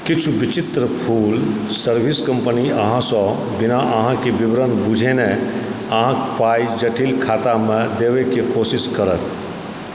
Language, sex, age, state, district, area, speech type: Maithili, male, 45-60, Bihar, Supaul, rural, read